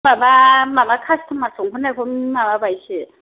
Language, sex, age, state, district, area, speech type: Bodo, female, 45-60, Assam, Kokrajhar, rural, conversation